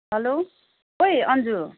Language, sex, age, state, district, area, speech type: Nepali, female, 30-45, West Bengal, Darjeeling, rural, conversation